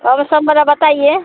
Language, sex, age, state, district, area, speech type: Hindi, female, 60+, Bihar, Vaishali, rural, conversation